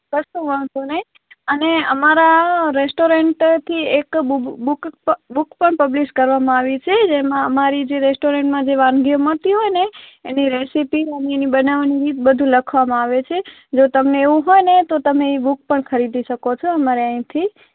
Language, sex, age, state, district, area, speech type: Gujarati, female, 18-30, Gujarat, Kutch, rural, conversation